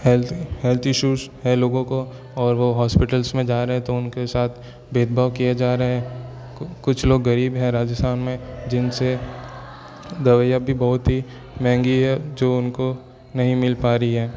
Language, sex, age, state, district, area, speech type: Hindi, male, 18-30, Rajasthan, Jodhpur, urban, spontaneous